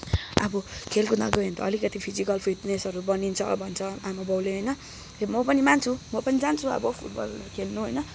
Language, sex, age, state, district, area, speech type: Nepali, male, 18-30, West Bengal, Kalimpong, rural, spontaneous